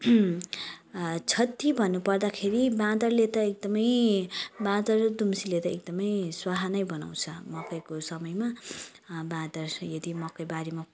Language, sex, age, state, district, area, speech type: Nepali, female, 30-45, West Bengal, Kalimpong, rural, spontaneous